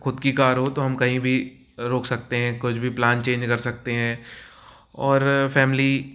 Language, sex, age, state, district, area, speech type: Hindi, male, 30-45, Madhya Pradesh, Jabalpur, urban, spontaneous